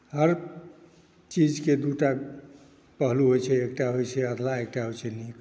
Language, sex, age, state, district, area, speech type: Maithili, male, 60+, Bihar, Saharsa, urban, spontaneous